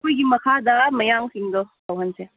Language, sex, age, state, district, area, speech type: Manipuri, female, 18-30, Manipur, Senapati, rural, conversation